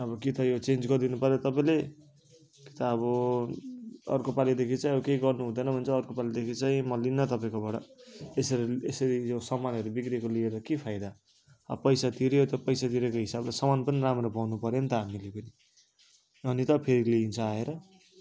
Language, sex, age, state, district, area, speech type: Nepali, male, 30-45, West Bengal, Darjeeling, rural, spontaneous